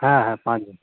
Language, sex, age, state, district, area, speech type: Bengali, male, 30-45, West Bengal, North 24 Parganas, urban, conversation